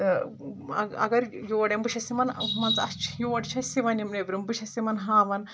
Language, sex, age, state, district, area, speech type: Kashmiri, female, 30-45, Jammu and Kashmir, Anantnag, rural, spontaneous